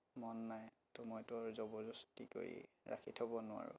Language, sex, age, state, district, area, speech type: Assamese, male, 30-45, Assam, Biswanath, rural, spontaneous